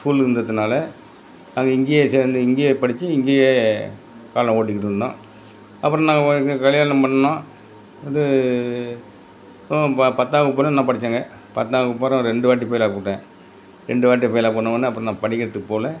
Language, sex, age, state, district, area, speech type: Tamil, male, 60+, Tamil Nadu, Perambalur, rural, spontaneous